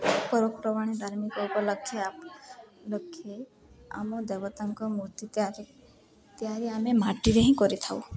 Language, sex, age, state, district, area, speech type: Odia, female, 18-30, Odisha, Subarnapur, urban, spontaneous